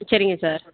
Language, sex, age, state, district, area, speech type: Tamil, female, 45-60, Tamil Nadu, Mayiladuthurai, urban, conversation